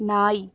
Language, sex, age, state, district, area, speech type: Tamil, female, 30-45, Tamil Nadu, Pudukkottai, rural, read